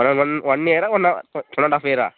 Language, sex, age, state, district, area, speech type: Tamil, female, 18-30, Tamil Nadu, Dharmapuri, urban, conversation